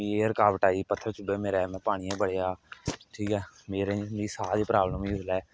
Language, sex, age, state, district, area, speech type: Dogri, male, 18-30, Jammu and Kashmir, Kathua, rural, spontaneous